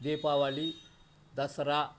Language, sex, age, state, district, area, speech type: Telugu, male, 60+, Andhra Pradesh, Bapatla, urban, spontaneous